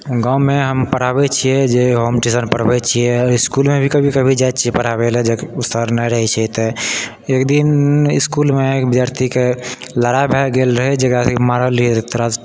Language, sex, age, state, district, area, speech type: Maithili, male, 30-45, Bihar, Purnia, rural, spontaneous